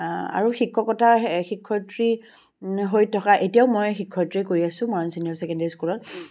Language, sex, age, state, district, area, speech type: Assamese, female, 45-60, Assam, Charaideo, urban, spontaneous